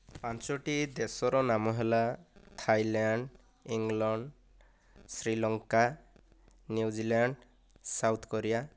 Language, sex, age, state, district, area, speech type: Odia, male, 30-45, Odisha, Kandhamal, rural, spontaneous